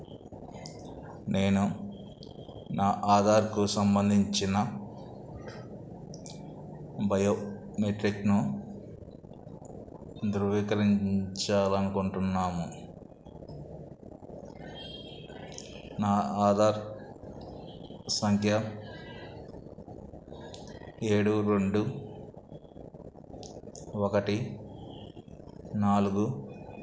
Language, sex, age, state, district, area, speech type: Telugu, male, 45-60, Andhra Pradesh, N T Rama Rao, urban, read